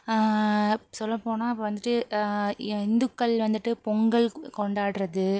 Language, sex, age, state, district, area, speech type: Tamil, female, 30-45, Tamil Nadu, Pudukkottai, rural, spontaneous